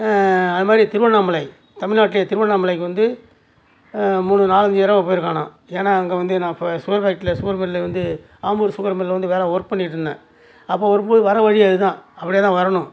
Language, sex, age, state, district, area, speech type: Tamil, male, 60+, Tamil Nadu, Nagapattinam, rural, spontaneous